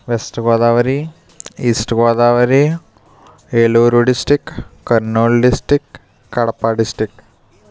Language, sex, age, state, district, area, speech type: Telugu, male, 30-45, Andhra Pradesh, Eluru, rural, spontaneous